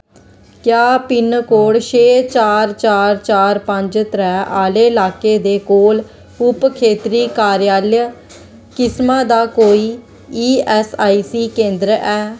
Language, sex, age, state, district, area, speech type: Dogri, female, 18-30, Jammu and Kashmir, Jammu, rural, read